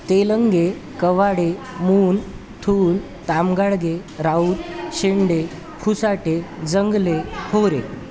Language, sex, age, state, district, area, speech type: Marathi, male, 30-45, Maharashtra, Wardha, urban, spontaneous